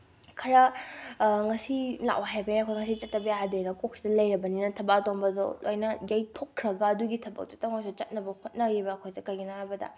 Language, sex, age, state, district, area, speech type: Manipuri, female, 18-30, Manipur, Bishnupur, rural, spontaneous